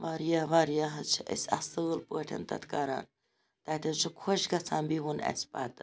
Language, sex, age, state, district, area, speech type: Kashmiri, female, 45-60, Jammu and Kashmir, Ganderbal, rural, spontaneous